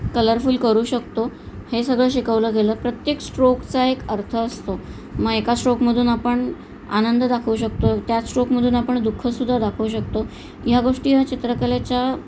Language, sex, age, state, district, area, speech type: Marathi, female, 45-60, Maharashtra, Thane, rural, spontaneous